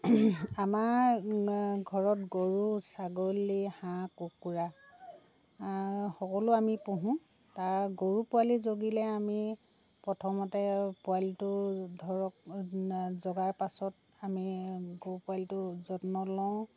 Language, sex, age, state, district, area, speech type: Assamese, female, 60+, Assam, Dhemaji, rural, spontaneous